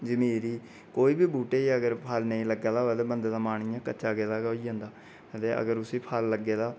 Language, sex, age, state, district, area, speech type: Dogri, male, 30-45, Jammu and Kashmir, Reasi, rural, spontaneous